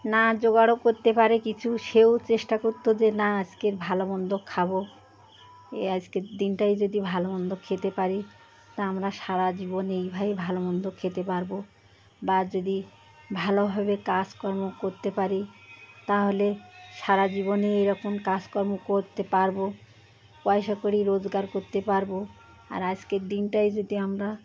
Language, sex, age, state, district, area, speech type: Bengali, female, 60+, West Bengal, Birbhum, urban, spontaneous